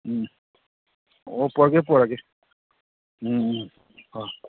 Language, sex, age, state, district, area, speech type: Manipuri, male, 60+, Manipur, Thoubal, rural, conversation